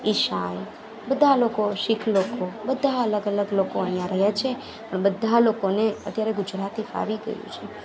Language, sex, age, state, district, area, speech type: Gujarati, female, 30-45, Gujarat, Junagadh, urban, spontaneous